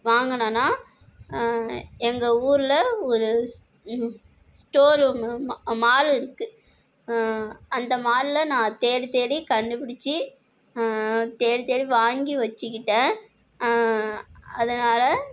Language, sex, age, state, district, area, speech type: Tamil, female, 30-45, Tamil Nadu, Nagapattinam, rural, spontaneous